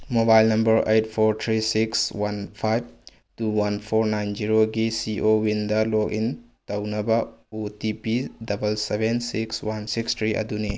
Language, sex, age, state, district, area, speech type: Manipuri, male, 18-30, Manipur, Bishnupur, rural, read